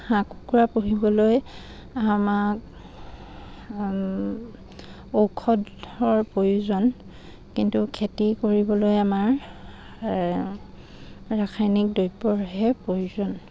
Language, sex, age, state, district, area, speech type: Assamese, female, 45-60, Assam, Dibrugarh, rural, spontaneous